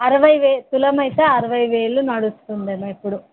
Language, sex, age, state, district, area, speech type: Telugu, female, 30-45, Telangana, Nalgonda, rural, conversation